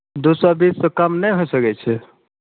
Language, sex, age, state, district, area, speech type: Maithili, male, 30-45, Bihar, Begusarai, urban, conversation